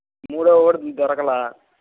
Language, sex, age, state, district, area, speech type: Telugu, male, 18-30, Andhra Pradesh, Guntur, rural, conversation